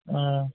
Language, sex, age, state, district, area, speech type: Assamese, male, 30-45, Assam, Charaideo, urban, conversation